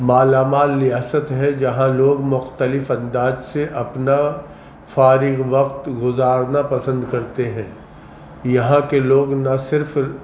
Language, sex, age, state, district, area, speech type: Urdu, male, 45-60, Uttar Pradesh, Gautam Buddha Nagar, urban, spontaneous